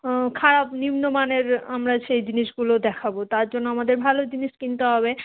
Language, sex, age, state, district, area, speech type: Bengali, female, 30-45, West Bengal, Darjeeling, urban, conversation